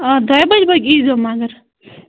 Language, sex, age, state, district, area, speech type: Kashmiri, female, 30-45, Jammu and Kashmir, Bandipora, rural, conversation